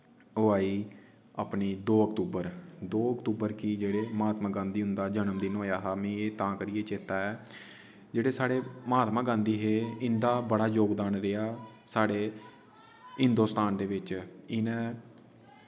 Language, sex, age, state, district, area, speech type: Dogri, male, 18-30, Jammu and Kashmir, Udhampur, rural, spontaneous